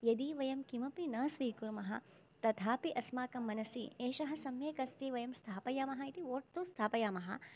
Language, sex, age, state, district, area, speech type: Sanskrit, female, 18-30, Karnataka, Chikkamagaluru, rural, spontaneous